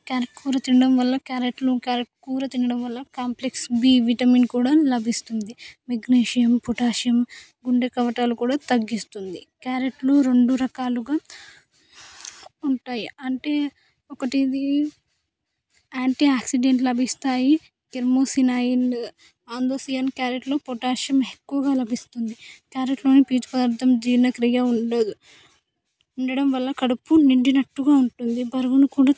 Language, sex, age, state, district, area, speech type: Telugu, female, 18-30, Telangana, Vikarabad, rural, spontaneous